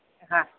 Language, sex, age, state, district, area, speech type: Kannada, female, 45-60, Karnataka, Bellary, rural, conversation